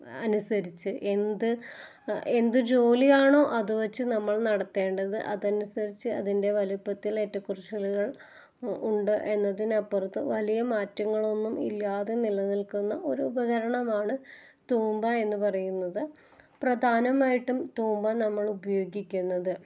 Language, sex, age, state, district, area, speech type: Malayalam, female, 30-45, Kerala, Ernakulam, rural, spontaneous